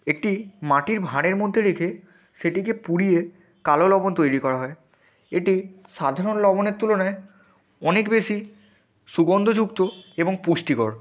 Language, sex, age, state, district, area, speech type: Bengali, male, 18-30, West Bengal, Purba Medinipur, rural, spontaneous